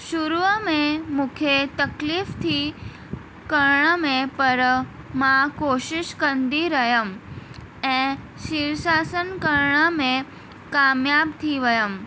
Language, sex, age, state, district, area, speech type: Sindhi, female, 18-30, Maharashtra, Mumbai Suburban, urban, spontaneous